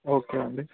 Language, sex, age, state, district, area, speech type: Telugu, male, 18-30, Telangana, Hyderabad, urban, conversation